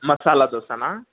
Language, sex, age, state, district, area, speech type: Kannada, male, 18-30, Karnataka, Mysore, urban, conversation